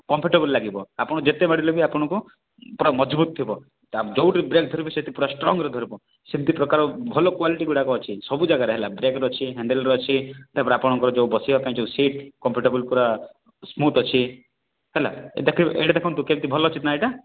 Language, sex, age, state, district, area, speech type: Odia, male, 30-45, Odisha, Kalahandi, rural, conversation